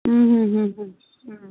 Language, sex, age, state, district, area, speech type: Punjabi, female, 45-60, Punjab, Faridkot, urban, conversation